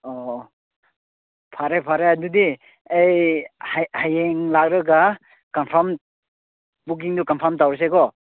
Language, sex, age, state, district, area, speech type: Manipuri, male, 18-30, Manipur, Chandel, rural, conversation